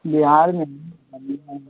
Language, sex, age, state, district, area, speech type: Hindi, male, 18-30, Bihar, Vaishali, urban, conversation